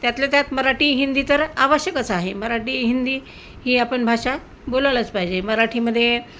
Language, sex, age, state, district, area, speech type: Marathi, female, 60+, Maharashtra, Nanded, urban, spontaneous